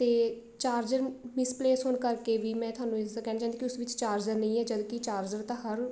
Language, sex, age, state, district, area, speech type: Punjabi, female, 18-30, Punjab, Shaheed Bhagat Singh Nagar, urban, spontaneous